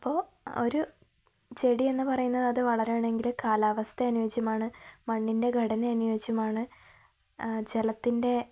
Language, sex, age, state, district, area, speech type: Malayalam, female, 18-30, Kerala, Kozhikode, rural, spontaneous